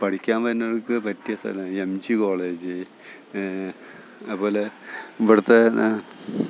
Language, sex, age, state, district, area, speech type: Malayalam, male, 45-60, Kerala, Thiruvananthapuram, rural, spontaneous